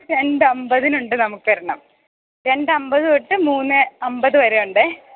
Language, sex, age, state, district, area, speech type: Malayalam, female, 18-30, Kerala, Idukki, rural, conversation